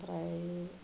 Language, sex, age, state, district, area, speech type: Bodo, female, 45-60, Assam, Kokrajhar, rural, spontaneous